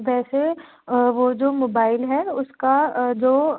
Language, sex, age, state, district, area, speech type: Hindi, female, 18-30, Madhya Pradesh, Jabalpur, urban, conversation